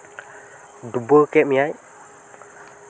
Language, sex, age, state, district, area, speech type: Santali, male, 18-30, West Bengal, Purba Bardhaman, rural, spontaneous